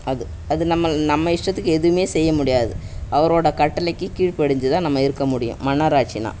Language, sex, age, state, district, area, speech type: Tamil, female, 60+, Tamil Nadu, Kallakurichi, rural, spontaneous